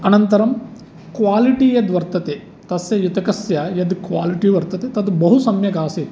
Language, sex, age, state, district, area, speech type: Sanskrit, male, 30-45, Andhra Pradesh, East Godavari, rural, spontaneous